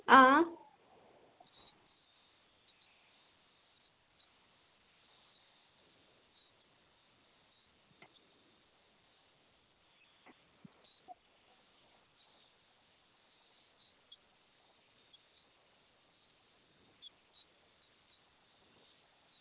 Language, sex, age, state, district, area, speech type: Dogri, female, 18-30, Jammu and Kashmir, Udhampur, rural, conversation